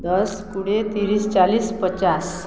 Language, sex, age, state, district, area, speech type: Odia, female, 60+, Odisha, Balangir, urban, spontaneous